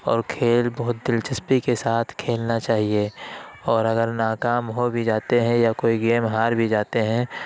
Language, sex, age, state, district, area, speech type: Urdu, male, 45-60, Uttar Pradesh, Lucknow, urban, spontaneous